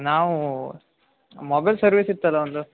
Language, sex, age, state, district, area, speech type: Kannada, male, 18-30, Karnataka, Uttara Kannada, rural, conversation